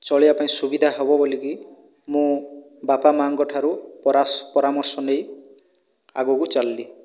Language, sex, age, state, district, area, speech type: Odia, male, 45-60, Odisha, Boudh, rural, spontaneous